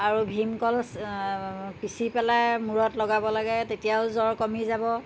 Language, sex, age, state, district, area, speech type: Assamese, female, 60+, Assam, Jorhat, urban, spontaneous